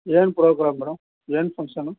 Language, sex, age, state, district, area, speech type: Kannada, male, 45-60, Karnataka, Ramanagara, rural, conversation